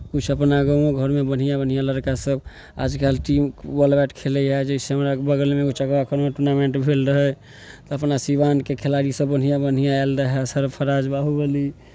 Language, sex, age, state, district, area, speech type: Maithili, male, 18-30, Bihar, Samastipur, urban, spontaneous